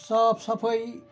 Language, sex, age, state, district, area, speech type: Kashmiri, male, 45-60, Jammu and Kashmir, Ganderbal, rural, spontaneous